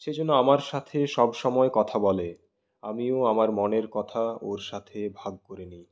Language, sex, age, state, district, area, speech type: Bengali, male, 18-30, West Bengal, Purulia, urban, spontaneous